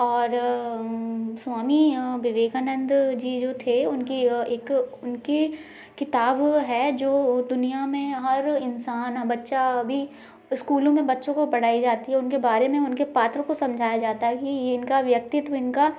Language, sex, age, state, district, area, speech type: Hindi, female, 18-30, Madhya Pradesh, Gwalior, rural, spontaneous